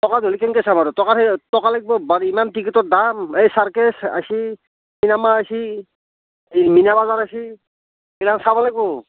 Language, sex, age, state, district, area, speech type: Assamese, male, 45-60, Assam, Nalbari, rural, conversation